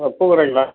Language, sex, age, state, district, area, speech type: Tamil, male, 60+, Tamil Nadu, Perambalur, rural, conversation